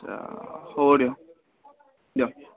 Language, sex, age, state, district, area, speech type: Assamese, male, 18-30, Assam, Udalguri, rural, conversation